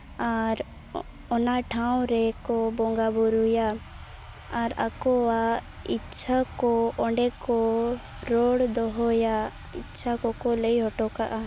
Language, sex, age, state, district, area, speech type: Santali, female, 18-30, Jharkhand, Seraikela Kharsawan, rural, spontaneous